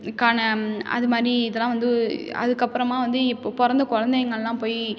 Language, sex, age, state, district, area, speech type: Tamil, female, 18-30, Tamil Nadu, Tiruchirappalli, rural, spontaneous